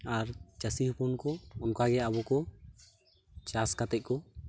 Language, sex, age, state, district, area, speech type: Santali, male, 18-30, West Bengal, Purulia, rural, spontaneous